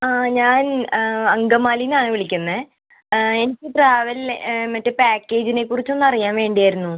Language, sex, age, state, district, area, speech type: Malayalam, female, 18-30, Kerala, Ernakulam, rural, conversation